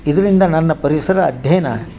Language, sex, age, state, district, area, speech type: Kannada, male, 60+, Karnataka, Dharwad, rural, spontaneous